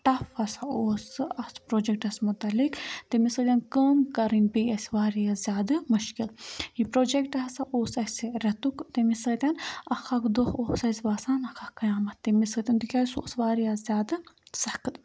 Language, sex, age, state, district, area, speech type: Kashmiri, female, 18-30, Jammu and Kashmir, Budgam, rural, spontaneous